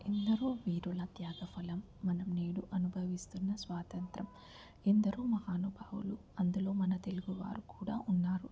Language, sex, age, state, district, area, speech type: Telugu, female, 30-45, Andhra Pradesh, N T Rama Rao, rural, spontaneous